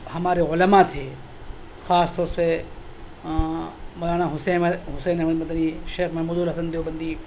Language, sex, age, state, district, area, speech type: Urdu, male, 30-45, Delhi, South Delhi, urban, spontaneous